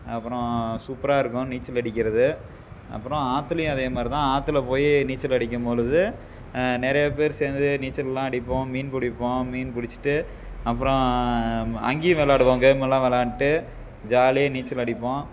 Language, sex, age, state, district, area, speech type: Tamil, male, 30-45, Tamil Nadu, Namakkal, rural, spontaneous